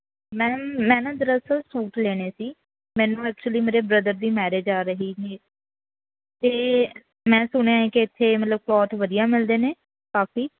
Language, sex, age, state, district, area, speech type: Punjabi, female, 18-30, Punjab, Mohali, urban, conversation